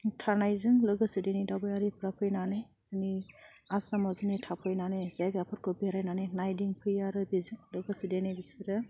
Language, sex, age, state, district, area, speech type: Bodo, female, 18-30, Assam, Udalguri, urban, spontaneous